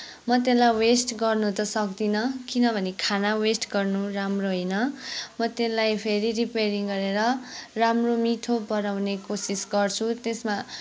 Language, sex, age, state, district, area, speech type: Nepali, female, 18-30, West Bengal, Kalimpong, rural, spontaneous